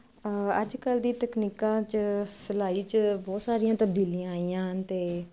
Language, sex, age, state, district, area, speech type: Punjabi, female, 30-45, Punjab, Kapurthala, urban, spontaneous